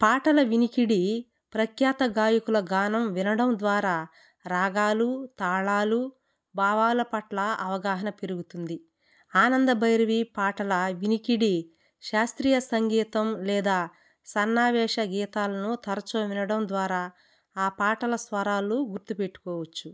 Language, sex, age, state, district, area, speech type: Telugu, female, 30-45, Andhra Pradesh, Kadapa, rural, spontaneous